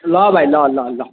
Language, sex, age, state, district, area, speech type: Nepali, male, 18-30, West Bengal, Alipurduar, urban, conversation